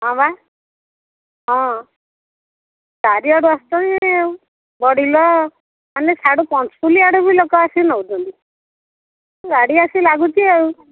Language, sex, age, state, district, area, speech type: Odia, female, 60+, Odisha, Jagatsinghpur, rural, conversation